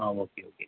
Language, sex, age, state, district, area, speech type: Malayalam, male, 30-45, Kerala, Ernakulam, rural, conversation